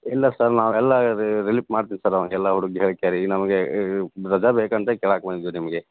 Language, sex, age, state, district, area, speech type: Kannada, male, 30-45, Karnataka, Bagalkot, rural, conversation